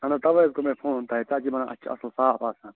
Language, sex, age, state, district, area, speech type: Kashmiri, male, 45-60, Jammu and Kashmir, Ganderbal, urban, conversation